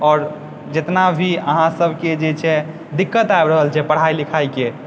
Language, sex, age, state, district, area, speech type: Maithili, male, 18-30, Bihar, Purnia, urban, spontaneous